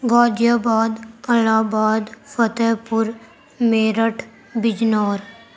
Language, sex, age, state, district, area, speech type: Urdu, female, 45-60, Delhi, Central Delhi, urban, spontaneous